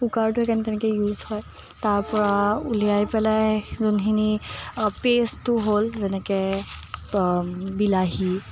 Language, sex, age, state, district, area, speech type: Assamese, female, 18-30, Assam, Morigaon, urban, spontaneous